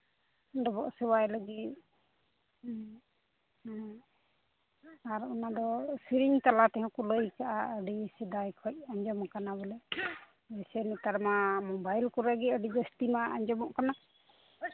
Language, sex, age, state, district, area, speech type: Santali, female, 30-45, Jharkhand, Pakur, rural, conversation